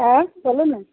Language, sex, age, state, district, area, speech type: Maithili, female, 30-45, Bihar, Madhepura, rural, conversation